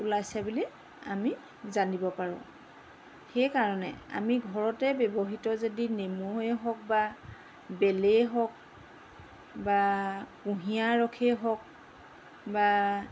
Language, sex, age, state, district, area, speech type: Assamese, female, 45-60, Assam, Golaghat, urban, spontaneous